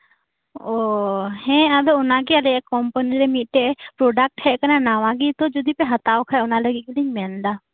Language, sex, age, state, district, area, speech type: Santali, female, 18-30, West Bengal, Birbhum, rural, conversation